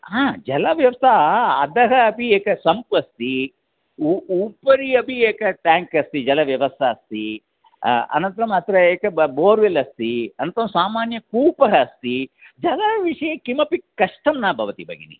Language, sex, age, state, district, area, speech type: Sanskrit, male, 60+, Tamil Nadu, Thanjavur, urban, conversation